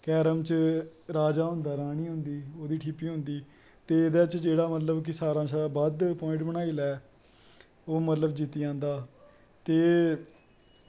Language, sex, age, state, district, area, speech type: Dogri, male, 18-30, Jammu and Kashmir, Kathua, rural, spontaneous